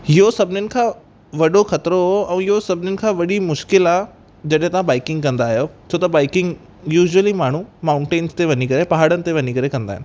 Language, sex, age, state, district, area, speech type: Sindhi, male, 18-30, Rajasthan, Ajmer, urban, spontaneous